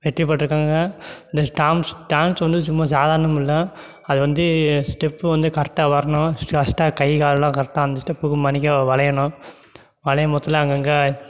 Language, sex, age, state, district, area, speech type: Tamil, male, 18-30, Tamil Nadu, Sivaganga, rural, spontaneous